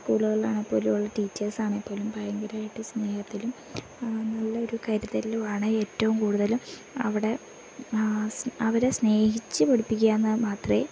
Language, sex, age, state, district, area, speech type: Malayalam, female, 18-30, Kerala, Idukki, rural, spontaneous